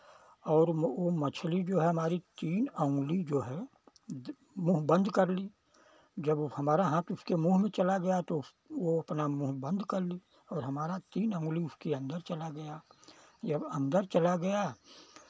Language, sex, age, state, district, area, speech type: Hindi, male, 60+, Uttar Pradesh, Chandauli, rural, spontaneous